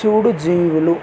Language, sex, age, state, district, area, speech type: Telugu, male, 18-30, Telangana, Adilabad, urban, spontaneous